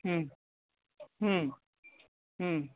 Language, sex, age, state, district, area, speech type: Bengali, female, 45-60, West Bengal, Darjeeling, urban, conversation